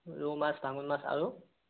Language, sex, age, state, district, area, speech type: Assamese, male, 18-30, Assam, Sonitpur, rural, conversation